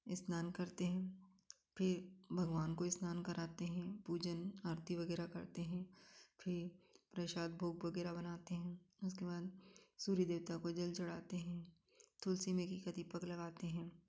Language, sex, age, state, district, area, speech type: Hindi, female, 45-60, Madhya Pradesh, Ujjain, rural, spontaneous